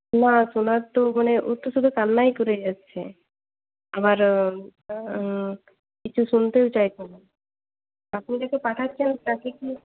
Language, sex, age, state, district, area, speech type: Bengali, female, 18-30, West Bengal, Purulia, rural, conversation